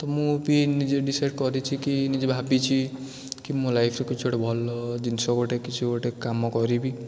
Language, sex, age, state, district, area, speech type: Odia, male, 18-30, Odisha, Dhenkanal, urban, spontaneous